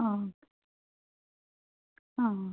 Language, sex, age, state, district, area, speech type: Malayalam, female, 18-30, Kerala, Palakkad, rural, conversation